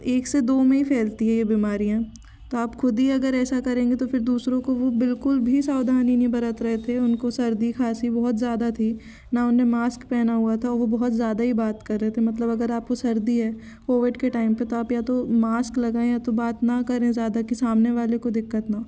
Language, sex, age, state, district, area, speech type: Hindi, female, 18-30, Madhya Pradesh, Jabalpur, urban, spontaneous